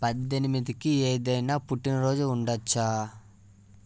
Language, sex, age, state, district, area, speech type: Telugu, male, 18-30, Telangana, Ranga Reddy, urban, read